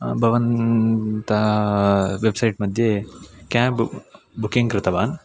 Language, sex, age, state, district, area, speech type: Sanskrit, male, 18-30, Karnataka, Uttara Kannada, urban, spontaneous